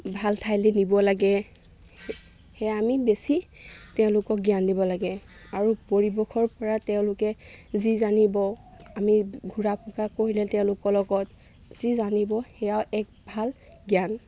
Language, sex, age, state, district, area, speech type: Assamese, female, 18-30, Assam, Golaghat, urban, spontaneous